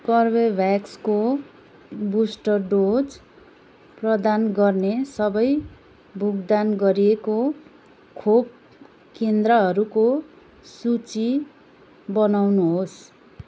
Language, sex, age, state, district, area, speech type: Nepali, female, 30-45, West Bengal, Darjeeling, rural, read